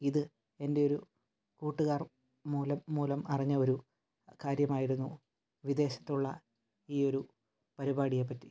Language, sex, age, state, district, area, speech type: Malayalam, male, 18-30, Kerala, Kottayam, rural, spontaneous